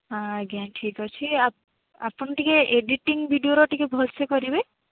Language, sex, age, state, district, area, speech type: Odia, female, 30-45, Odisha, Bhadrak, rural, conversation